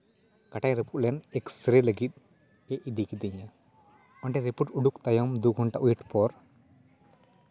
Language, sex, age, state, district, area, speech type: Santali, male, 18-30, West Bengal, Purba Bardhaman, rural, spontaneous